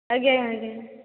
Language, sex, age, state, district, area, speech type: Odia, female, 18-30, Odisha, Dhenkanal, rural, conversation